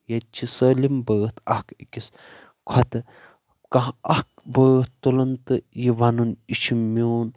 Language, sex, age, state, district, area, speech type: Kashmiri, male, 18-30, Jammu and Kashmir, Baramulla, rural, spontaneous